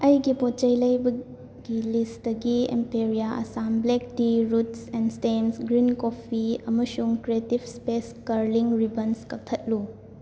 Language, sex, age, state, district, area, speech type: Manipuri, female, 18-30, Manipur, Imphal West, rural, read